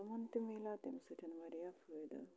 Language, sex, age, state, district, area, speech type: Kashmiri, female, 45-60, Jammu and Kashmir, Budgam, rural, spontaneous